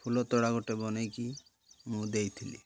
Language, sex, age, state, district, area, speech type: Odia, male, 45-60, Odisha, Malkangiri, urban, spontaneous